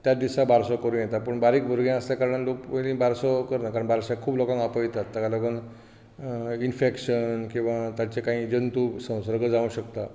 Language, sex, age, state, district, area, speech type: Goan Konkani, male, 45-60, Goa, Bardez, rural, spontaneous